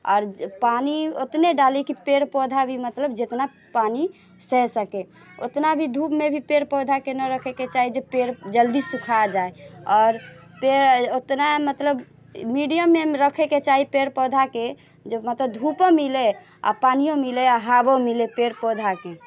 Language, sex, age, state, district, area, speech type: Maithili, female, 30-45, Bihar, Muzaffarpur, rural, spontaneous